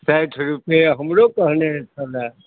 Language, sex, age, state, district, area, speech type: Maithili, male, 60+, Bihar, Madhubani, urban, conversation